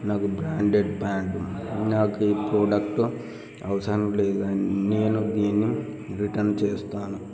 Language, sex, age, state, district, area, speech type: Telugu, male, 18-30, Telangana, Peddapalli, rural, spontaneous